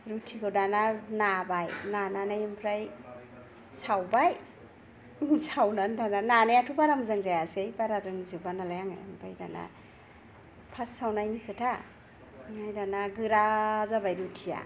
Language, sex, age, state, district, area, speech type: Bodo, female, 45-60, Assam, Kokrajhar, rural, spontaneous